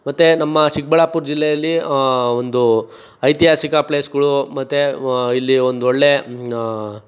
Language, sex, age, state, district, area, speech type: Kannada, male, 18-30, Karnataka, Chikkaballapur, rural, spontaneous